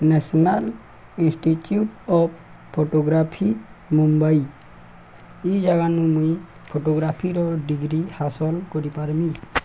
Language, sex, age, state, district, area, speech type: Odia, male, 18-30, Odisha, Balangir, urban, spontaneous